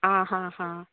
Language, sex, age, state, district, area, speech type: Goan Konkani, female, 30-45, Goa, Canacona, rural, conversation